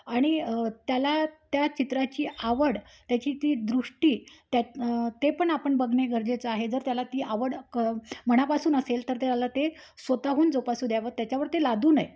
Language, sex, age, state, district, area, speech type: Marathi, female, 30-45, Maharashtra, Amravati, rural, spontaneous